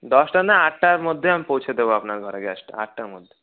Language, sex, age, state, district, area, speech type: Bengali, male, 30-45, West Bengal, Paschim Bardhaman, urban, conversation